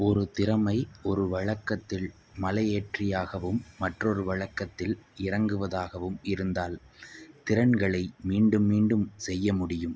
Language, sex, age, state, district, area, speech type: Tamil, male, 18-30, Tamil Nadu, Pudukkottai, rural, read